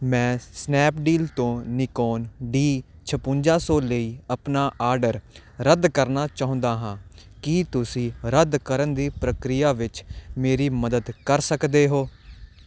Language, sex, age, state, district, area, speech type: Punjabi, male, 18-30, Punjab, Hoshiarpur, urban, read